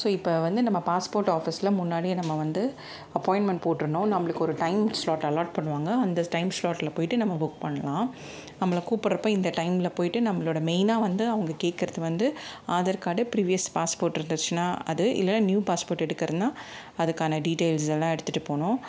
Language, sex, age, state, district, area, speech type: Tamil, female, 45-60, Tamil Nadu, Chennai, urban, spontaneous